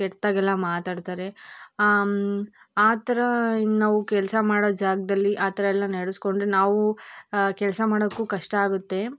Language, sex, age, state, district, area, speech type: Kannada, female, 18-30, Karnataka, Tumkur, urban, spontaneous